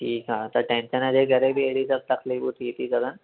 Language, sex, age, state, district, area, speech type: Sindhi, male, 18-30, Gujarat, Surat, urban, conversation